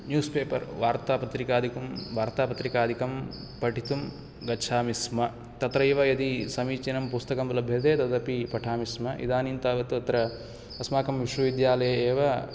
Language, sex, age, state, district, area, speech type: Sanskrit, male, 18-30, Karnataka, Uttara Kannada, rural, spontaneous